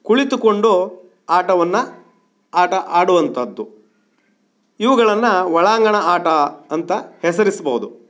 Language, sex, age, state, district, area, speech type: Kannada, male, 45-60, Karnataka, Shimoga, rural, spontaneous